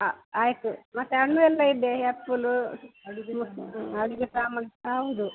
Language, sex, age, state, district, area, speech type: Kannada, female, 60+, Karnataka, Dakshina Kannada, rural, conversation